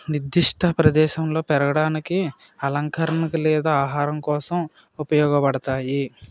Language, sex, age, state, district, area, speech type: Telugu, male, 30-45, Andhra Pradesh, Kakinada, rural, spontaneous